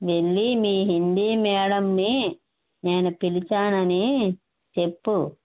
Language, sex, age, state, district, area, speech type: Telugu, female, 60+, Andhra Pradesh, West Godavari, rural, conversation